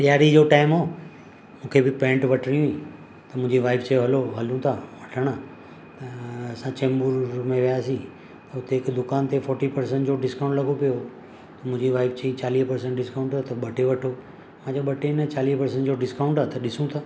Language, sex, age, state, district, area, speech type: Sindhi, male, 45-60, Maharashtra, Mumbai Suburban, urban, spontaneous